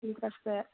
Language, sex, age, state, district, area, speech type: Assamese, female, 18-30, Assam, Sonitpur, rural, conversation